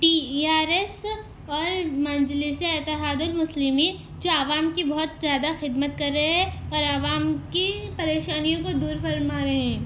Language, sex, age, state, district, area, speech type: Urdu, female, 18-30, Telangana, Hyderabad, rural, spontaneous